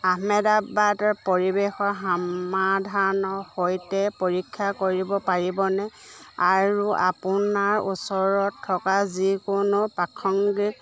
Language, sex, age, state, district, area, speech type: Assamese, female, 30-45, Assam, Dibrugarh, urban, read